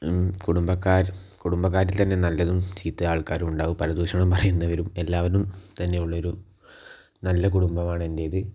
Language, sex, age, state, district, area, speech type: Malayalam, male, 18-30, Kerala, Kozhikode, urban, spontaneous